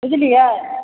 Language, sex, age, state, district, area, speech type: Maithili, female, 60+, Bihar, Supaul, rural, conversation